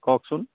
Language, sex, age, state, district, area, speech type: Assamese, male, 30-45, Assam, Majuli, urban, conversation